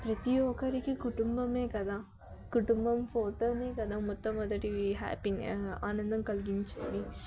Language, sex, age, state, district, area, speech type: Telugu, female, 18-30, Telangana, Yadadri Bhuvanagiri, urban, spontaneous